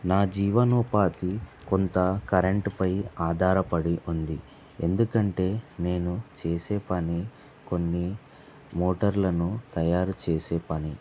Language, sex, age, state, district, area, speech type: Telugu, male, 18-30, Telangana, Vikarabad, urban, spontaneous